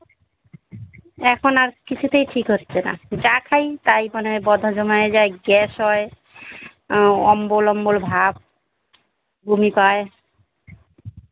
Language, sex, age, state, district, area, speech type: Bengali, female, 45-60, West Bengal, Alipurduar, rural, conversation